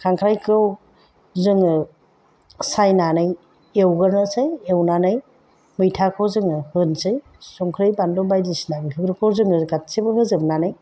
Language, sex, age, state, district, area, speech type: Bodo, female, 45-60, Assam, Chirang, rural, spontaneous